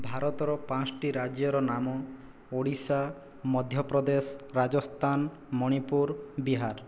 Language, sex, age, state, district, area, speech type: Odia, male, 18-30, Odisha, Boudh, rural, spontaneous